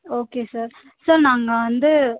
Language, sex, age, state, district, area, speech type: Tamil, female, 30-45, Tamil Nadu, Ariyalur, rural, conversation